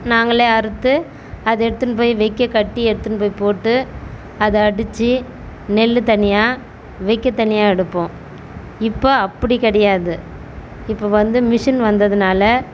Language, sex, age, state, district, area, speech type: Tamil, female, 30-45, Tamil Nadu, Tiruvannamalai, urban, spontaneous